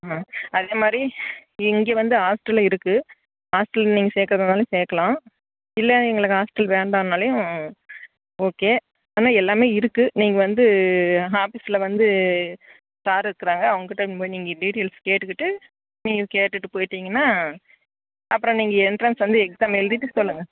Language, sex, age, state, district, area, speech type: Tamil, female, 30-45, Tamil Nadu, Dharmapuri, rural, conversation